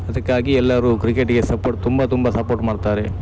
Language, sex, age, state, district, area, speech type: Kannada, male, 30-45, Karnataka, Dakshina Kannada, rural, spontaneous